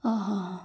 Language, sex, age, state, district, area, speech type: Hindi, female, 60+, Rajasthan, Jodhpur, urban, spontaneous